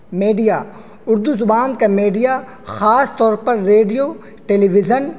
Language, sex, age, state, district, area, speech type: Urdu, male, 18-30, Uttar Pradesh, Saharanpur, urban, spontaneous